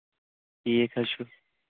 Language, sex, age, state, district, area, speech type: Kashmiri, male, 18-30, Jammu and Kashmir, Shopian, urban, conversation